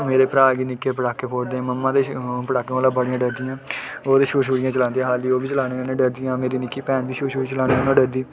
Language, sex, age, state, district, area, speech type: Dogri, male, 18-30, Jammu and Kashmir, Udhampur, rural, spontaneous